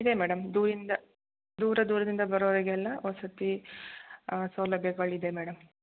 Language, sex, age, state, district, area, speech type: Kannada, female, 30-45, Karnataka, Shimoga, rural, conversation